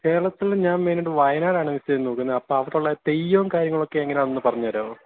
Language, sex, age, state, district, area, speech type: Malayalam, male, 18-30, Kerala, Kottayam, rural, conversation